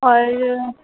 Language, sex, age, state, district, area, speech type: Urdu, female, 30-45, Uttar Pradesh, Lucknow, urban, conversation